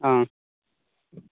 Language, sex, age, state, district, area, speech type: Manipuri, male, 30-45, Manipur, Chandel, rural, conversation